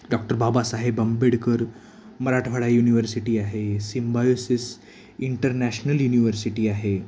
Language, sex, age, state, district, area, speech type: Marathi, male, 18-30, Maharashtra, Sangli, urban, spontaneous